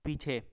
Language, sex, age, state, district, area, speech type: Hindi, male, 30-45, Madhya Pradesh, Betul, rural, read